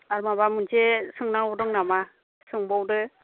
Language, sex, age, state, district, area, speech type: Bodo, female, 45-60, Assam, Kokrajhar, rural, conversation